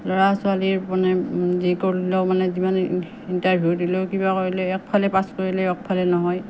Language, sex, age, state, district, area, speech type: Assamese, female, 30-45, Assam, Morigaon, rural, spontaneous